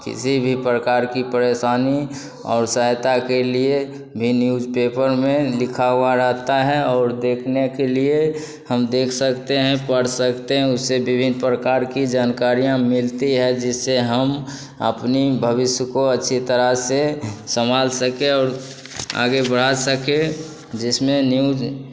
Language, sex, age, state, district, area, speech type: Hindi, male, 30-45, Bihar, Begusarai, rural, spontaneous